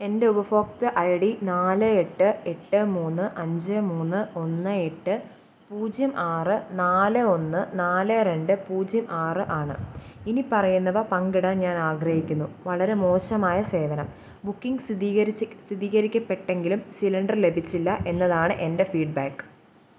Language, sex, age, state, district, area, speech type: Malayalam, female, 18-30, Kerala, Kottayam, rural, read